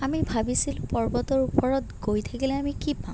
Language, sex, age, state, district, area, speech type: Assamese, female, 30-45, Assam, Sonitpur, rural, spontaneous